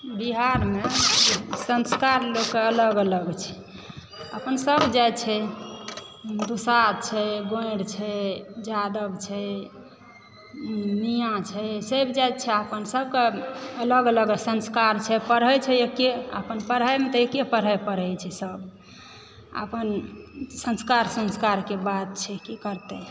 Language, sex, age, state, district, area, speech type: Maithili, female, 30-45, Bihar, Supaul, rural, spontaneous